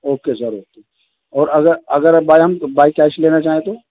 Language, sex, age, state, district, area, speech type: Urdu, male, 30-45, Delhi, Central Delhi, urban, conversation